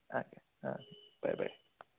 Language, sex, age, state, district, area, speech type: Assamese, male, 18-30, Assam, Udalguri, rural, conversation